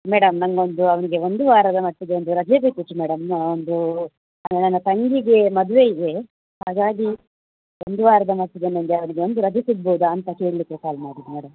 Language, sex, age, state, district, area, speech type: Kannada, female, 30-45, Karnataka, Udupi, rural, conversation